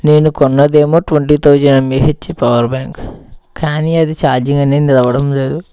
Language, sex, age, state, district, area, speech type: Telugu, male, 30-45, Andhra Pradesh, Eluru, rural, spontaneous